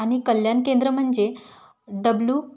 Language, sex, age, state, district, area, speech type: Marathi, female, 18-30, Maharashtra, Wardha, urban, spontaneous